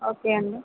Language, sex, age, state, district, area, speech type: Telugu, female, 30-45, Andhra Pradesh, Vizianagaram, rural, conversation